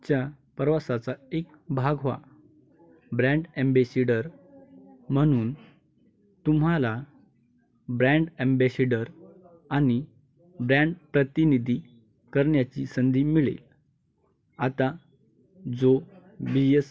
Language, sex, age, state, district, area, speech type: Marathi, male, 18-30, Maharashtra, Hingoli, urban, read